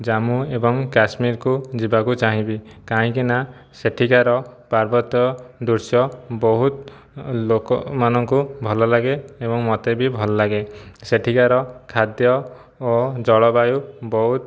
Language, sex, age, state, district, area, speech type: Odia, male, 30-45, Odisha, Jajpur, rural, spontaneous